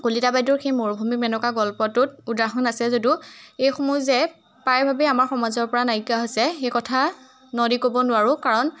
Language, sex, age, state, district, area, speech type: Assamese, female, 18-30, Assam, Majuli, urban, spontaneous